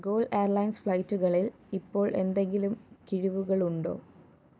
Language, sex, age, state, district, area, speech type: Malayalam, female, 18-30, Kerala, Thiruvananthapuram, rural, read